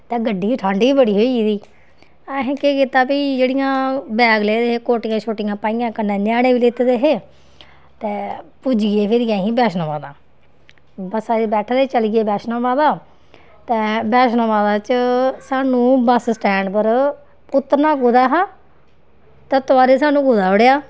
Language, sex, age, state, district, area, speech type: Dogri, female, 30-45, Jammu and Kashmir, Kathua, rural, spontaneous